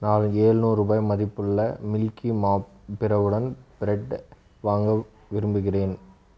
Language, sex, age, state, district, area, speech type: Tamil, male, 30-45, Tamil Nadu, Krishnagiri, rural, read